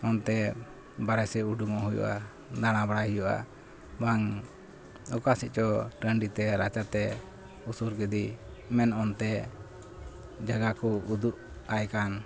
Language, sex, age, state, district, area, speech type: Santali, male, 45-60, West Bengal, Malda, rural, spontaneous